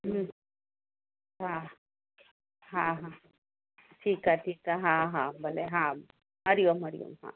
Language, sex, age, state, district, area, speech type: Sindhi, female, 45-60, Gujarat, Kutch, rural, conversation